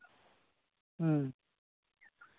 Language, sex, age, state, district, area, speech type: Santali, male, 30-45, West Bengal, Jhargram, rural, conversation